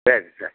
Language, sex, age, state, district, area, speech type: Kannada, male, 60+, Karnataka, Mysore, urban, conversation